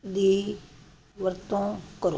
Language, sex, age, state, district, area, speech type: Punjabi, female, 60+, Punjab, Fazilka, rural, read